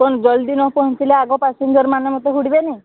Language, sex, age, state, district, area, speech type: Odia, female, 30-45, Odisha, Sambalpur, rural, conversation